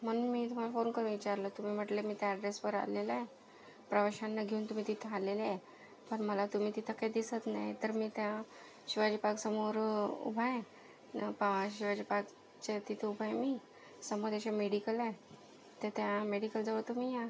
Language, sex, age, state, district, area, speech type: Marathi, female, 18-30, Maharashtra, Akola, rural, spontaneous